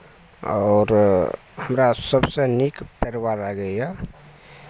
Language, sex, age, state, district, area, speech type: Maithili, male, 60+, Bihar, Araria, rural, spontaneous